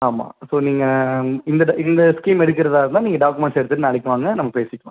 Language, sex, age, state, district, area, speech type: Tamil, male, 18-30, Tamil Nadu, Pudukkottai, rural, conversation